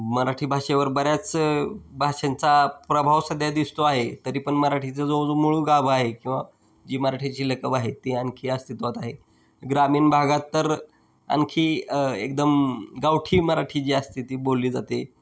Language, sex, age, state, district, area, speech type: Marathi, male, 30-45, Maharashtra, Osmanabad, rural, spontaneous